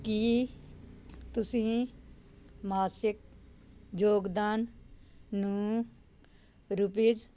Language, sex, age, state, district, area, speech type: Punjabi, female, 60+, Punjab, Muktsar, urban, read